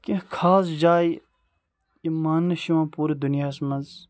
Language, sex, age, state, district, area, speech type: Kashmiri, male, 18-30, Jammu and Kashmir, Ganderbal, rural, spontaneous